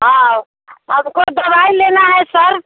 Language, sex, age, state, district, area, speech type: Hindi, female, 60+, Bihar, Muzaffarpur, rural, conversation